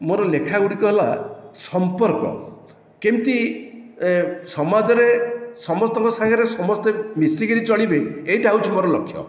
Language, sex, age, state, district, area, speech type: Odia, male, 60+, Odisha, Khordha, rural, spontaneous